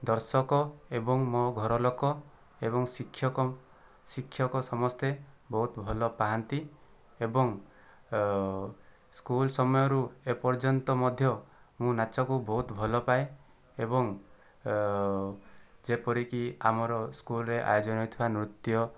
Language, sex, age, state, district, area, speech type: Odia, male, 18-30, Odisha, Kandhamal, rural, spontaneous